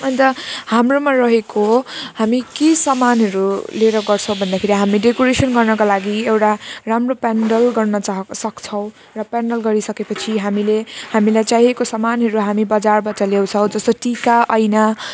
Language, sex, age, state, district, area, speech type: Nepali, female, 18-30, West Bengal, Jalpaiguri, rural, spontaneous